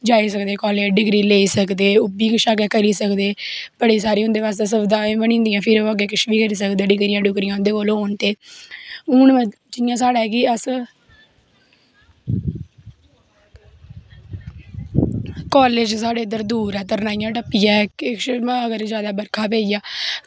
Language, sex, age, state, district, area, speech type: Dogri, female, 18-30, Jammu and Kashmir, Kathua, rural, spontaneous